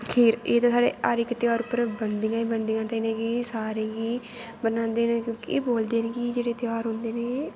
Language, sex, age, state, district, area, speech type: Dogri, female, 18-30, Jammu and Kashmir, Kathua, rural, spontaneous